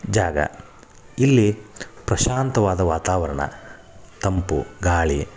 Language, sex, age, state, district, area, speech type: Kannada, male, 30-45, Karnataka, Dharwad, rural, spontaneous